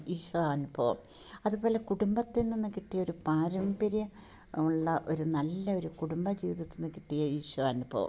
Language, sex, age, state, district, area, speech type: Malayalam, female, 60+, Kerala, Kollam, rural, spontaneous